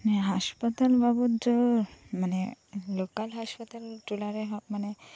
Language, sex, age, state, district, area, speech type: Santali, female, 18-30, West Bengal, Birbhum, rural, spontaneous